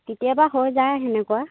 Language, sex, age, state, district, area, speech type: Assamese, female, 60+, Assam, Dibrugarh, rural, conversation